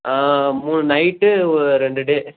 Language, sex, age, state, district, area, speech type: Tamil, male, 18-30, Tamil Nadu, Namakkal, rural, conversation